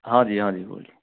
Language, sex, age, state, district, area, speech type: Hindi, male, 18-30, Bihar, Begusarai, rural, conversation